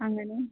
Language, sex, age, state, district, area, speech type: Malayalam, female, 18-30, Kerala, Kasaragod, rural, conversation